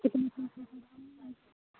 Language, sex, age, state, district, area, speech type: Hindi, female, 18-30, Uttar Pradesh, Prayagraj, rural, conversation